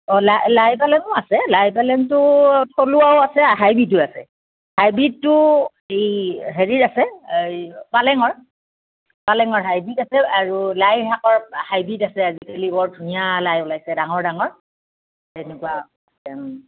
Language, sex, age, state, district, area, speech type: Assamese, female, 60+, Assam, Darrang, rural, conversation